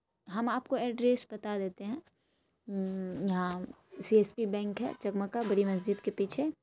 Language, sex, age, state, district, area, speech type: Urdu, female, 18-30, Bihar, Saharsa, rural, spontaneous